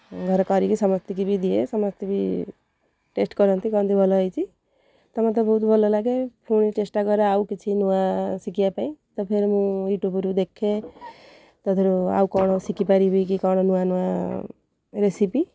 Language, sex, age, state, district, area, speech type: Odia, female, 30-45, Odisha, Kendrapara, urban, spontaneous